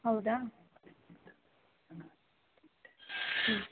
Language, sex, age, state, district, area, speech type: Kannada, female, 18-30, Karnataka, Bangalore Rural, urban, conversation